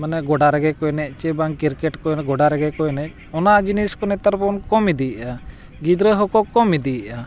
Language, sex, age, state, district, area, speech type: Santali, male, 45-60, Jharkhand, Bokaro, rural, spontaneous